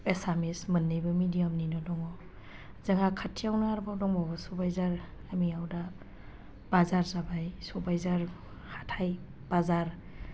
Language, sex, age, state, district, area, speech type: Bodo, female, 30-45, Assam, Chirang, rural, spontaneous